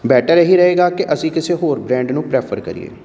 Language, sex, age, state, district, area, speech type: Punjabi, male, 30-45, Punjab, Amritsar, urban, spontaneous